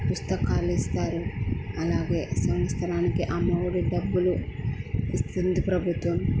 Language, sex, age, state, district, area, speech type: Telugu, female, 30-45, Andhra Pradesh, Kurnool, rural, spontaneous